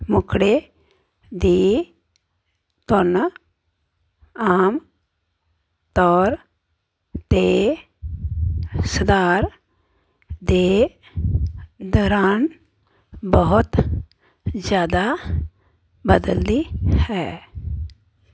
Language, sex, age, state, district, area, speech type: Punjabi, female, 60+, Punjab, Muktsar, urban, read